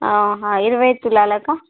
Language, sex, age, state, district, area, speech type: Telugu, female, 18-30, Andhra Pradesh, Visakhapatnam, urban, conversation